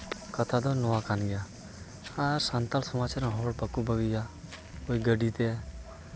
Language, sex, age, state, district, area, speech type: Santali, male, 18-30, West Bengal, Uttar Dinajpur, rural, spontaneous